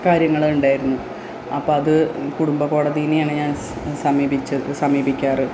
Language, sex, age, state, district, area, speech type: Malayalam, female, 30-45, Kerala, Malappuram, rural, spontaneous